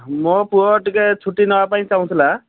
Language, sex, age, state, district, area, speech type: Odia, male, 30-45, Odisha, Kendrapara, urban, conversation